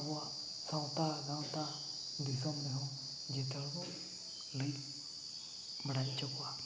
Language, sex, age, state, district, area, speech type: Santali, male, 30-45, Jharkhand, Seraikela Kharsawan, rural, spontaneous